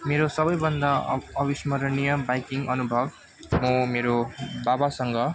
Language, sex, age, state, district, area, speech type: Nepali, male, 18-30, West Bengal, Kalimpong, rural, spontaneous